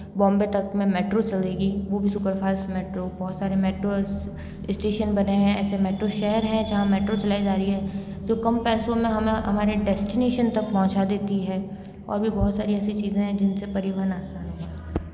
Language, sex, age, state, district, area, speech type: Hindi, female, 18-30, Rajasthan, Jodhpur, urban, spontaneous